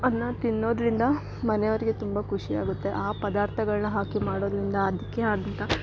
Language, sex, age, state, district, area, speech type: Kannada, female, 18-30, Karnataka, Chikkamagaluru, rural, spontaneous